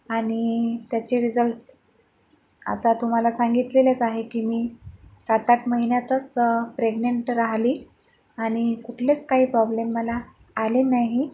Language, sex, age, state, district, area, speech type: Marathi, female, 30-45, Maharashtra, Akola, urban, spontaneous